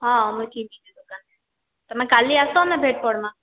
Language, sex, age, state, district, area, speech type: Odia, female, 18-30, Odisha, Boudh, rural, conversation